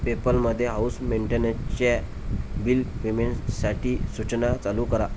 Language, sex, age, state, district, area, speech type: Marathi, male, 30-45, Maharashtra, Amravati, rural, read